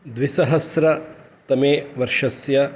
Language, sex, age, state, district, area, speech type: Sanskrit, male, 30-45, Karnataka, Shimoga, rural, spontaneous